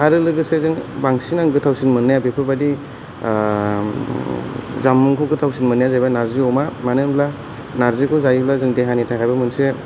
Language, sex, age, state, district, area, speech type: Bodo, male, 18-30, Assam, Kokrajhar, urban, spontaneous